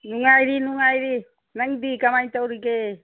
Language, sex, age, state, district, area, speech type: Manipuri, female, 60+, Manipur, Tengnoupal, rural, conversation